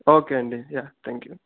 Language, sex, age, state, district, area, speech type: Telugu, male, 30-45, Andhra Pradesh, Sri Balaji, rural, conversation